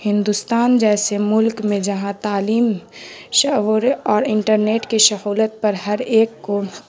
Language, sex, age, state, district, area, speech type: Urdu, female, 18-30, Bihar, Gaya, urban, spontaneous